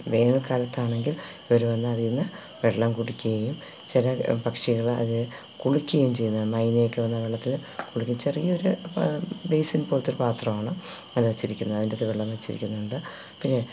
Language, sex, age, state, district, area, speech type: Malayalam, female, 45-60, Kerala, Thiruvananthapuram, urban, spontaneous